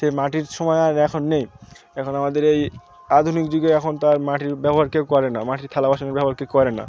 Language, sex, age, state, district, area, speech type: Bengali, male, 18-30, West Bengal, Birbhum, urban, spontaneous